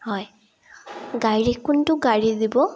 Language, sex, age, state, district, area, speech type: Assamese, female, 30-45, Assam, Sonitpur, rural, spontaneous